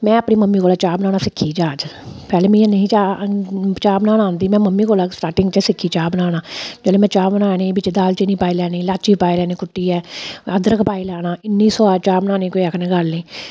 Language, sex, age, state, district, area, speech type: Dogri, female, 45-60, Jammu and Kashmir, Samba, rural, spontaneous